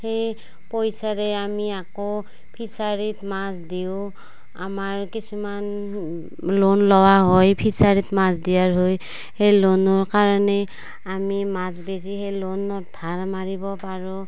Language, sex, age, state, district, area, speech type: Assamese, female, 45-60, Assam, Darrang, rural, spontaneous